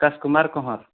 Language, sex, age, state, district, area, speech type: Odia, male, 18-30, Odisha, Kandhamal, rural, conversation